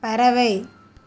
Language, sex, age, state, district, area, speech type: Tamil, female, 18-30, Tamil Nadu, Thoothukudi, rural, read